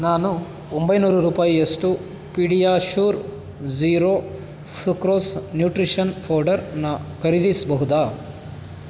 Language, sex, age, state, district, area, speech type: Kannada, male, 60+, Karnataka, Kolar, rural, read